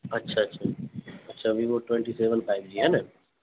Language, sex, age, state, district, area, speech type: Urdu, male, 18-30, Uttar Pradesh, Gautam Buddha Nagar, rural, conversation